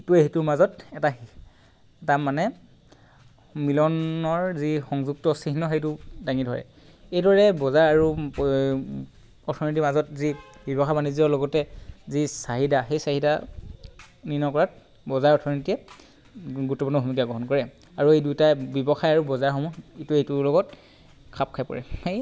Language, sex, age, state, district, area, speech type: Assamese, male, 18-30, Assam, Tinsukia, urban, spontaneous